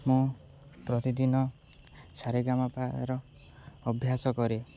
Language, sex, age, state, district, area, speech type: Odia, male, 18-30, Odisha, Jagatsinghpur, rural, spontaneous